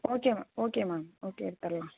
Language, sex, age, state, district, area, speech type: Tamil, female, 18-30, Tamil Nadu, Tiruvarur, rural, conversation